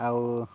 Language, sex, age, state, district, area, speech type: Odia, male, 30-45, Odisha, Balangir, urban, spontaneous